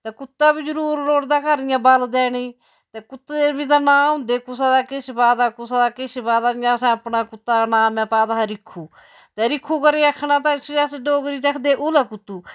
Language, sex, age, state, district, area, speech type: Dogri, female, 60+, Jammu and Kashmir, Udhampur, rural, spontaneous